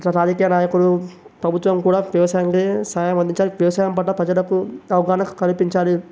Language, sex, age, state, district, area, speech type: Telugu, male, 18-30, Telangana, Vikarabad, urban, spontaneous